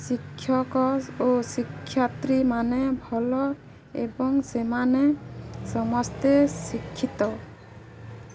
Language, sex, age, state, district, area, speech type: Odia, female, 30-45, Odisha, Balangir, urban, spontaneous